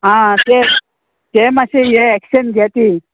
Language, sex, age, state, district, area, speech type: Goan Konkani, female, 45-60, Goa, Murmgao, rural, conversation